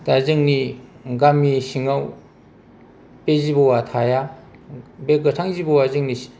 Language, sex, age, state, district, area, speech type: Bodo, male, 45-60, Assam, Kokrajhar, rural, spontaneous